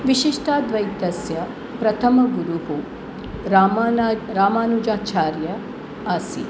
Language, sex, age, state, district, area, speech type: Sanskrit, female, 45-60, Tamil Nadu, Thanjavur, urban, spontaneous